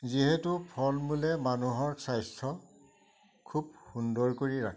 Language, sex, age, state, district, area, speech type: Assamese, male, 60+, Assam, Majuli, rural, spontaneous